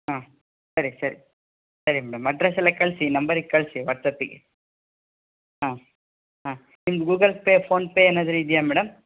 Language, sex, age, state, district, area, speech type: Kannada, male, 60+, Karnataka, Shimoga, rural, conversation